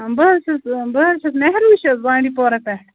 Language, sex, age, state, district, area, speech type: Kashmiri, female, 18-30, Jammu and Kashmir, Bandipora, rural, conversation